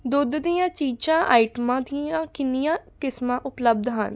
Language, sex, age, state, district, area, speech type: Punjabi, female, 18-30, Punjab, Fatehgarh Sahib, rural, read